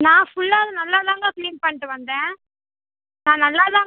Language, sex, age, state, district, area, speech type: Tamil, female, 18-30, Tamil Nadu, Tiruchirappalli, rural, conversation